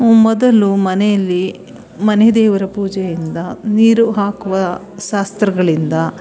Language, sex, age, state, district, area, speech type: Kannada, female, 45-60, Karnataka, Mandya, urban, spontaneous